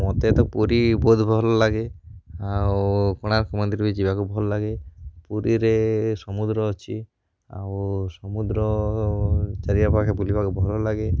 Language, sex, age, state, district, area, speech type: Odia, male, 18-30, Odisha, Kalahandi, rural, spontaneous